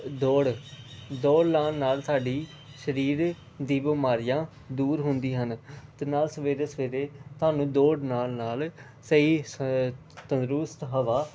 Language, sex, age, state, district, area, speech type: Punjabi, male, 18-30, Punjab, Pathankot, rural, spontaneous